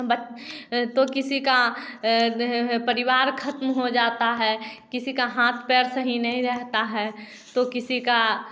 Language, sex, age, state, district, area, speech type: Hindi, female, 18-30, Bihar, Samastipur, rural, spontaneous